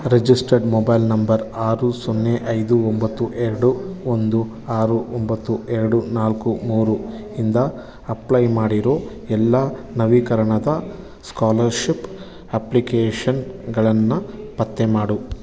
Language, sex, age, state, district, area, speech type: Kannada, male, 30-45, Karnataka, Bangalore Urban, urban, read